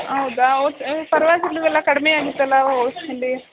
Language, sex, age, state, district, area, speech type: Kannada, female, 18-30, Karnataka, Mandya, rural, conversation